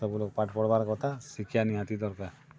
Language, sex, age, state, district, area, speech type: Odia, male, 45-60, Odisha, Kalahandi, rural, spontaneous